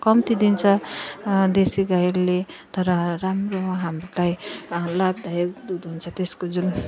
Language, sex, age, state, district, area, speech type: Nepali, female, 30-45, West Bengal, Jalpaiguri, rural, spontaneous